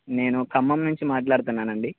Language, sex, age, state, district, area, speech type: Telugu, male, 18-30, Telangana, Khammam, urban, conversation